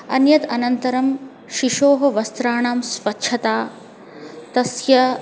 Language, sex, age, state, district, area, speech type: Sanskrit, female, 30-45, Telangana, Hyderabad, urban, spontaneous